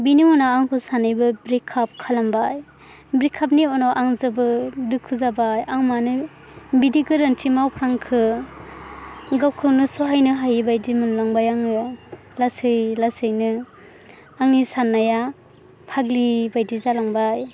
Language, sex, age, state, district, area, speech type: Bodo, female, 18-30, Assam, Chirang, rural, spontaneous